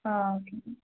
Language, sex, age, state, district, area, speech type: Malayalam, female, 18-30, Kerala, Kozhikode, rural, conversation